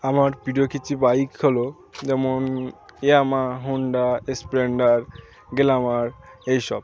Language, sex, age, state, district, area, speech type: Bengali, male, 18-30, West Bengal, Birbhum, urban, spontaneous